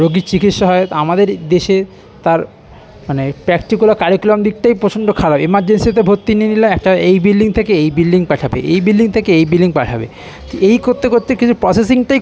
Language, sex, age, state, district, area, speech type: Bengali, male, 30-45, West Bengal, Kolkata, urban, spontaneous